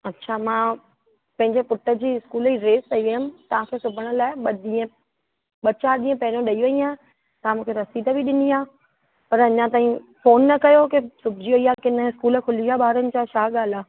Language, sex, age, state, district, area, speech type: Sindhi, female, 30-45, Uttar Pradesh, Lucknow, rural, conversation